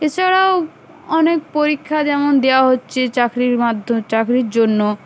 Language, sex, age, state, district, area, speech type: Bengali, female, 18-30, West Bengal, Uttar Dinajpur, urban, spontaneous